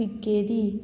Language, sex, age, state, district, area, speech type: Goan Konkani, female, 18-30, Goa, Murmgao, rural, spontaneous